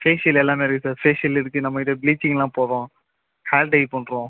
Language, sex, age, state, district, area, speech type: Tamil, male, 30-45, Tamil Nadu, Viluppuram, rural, conversation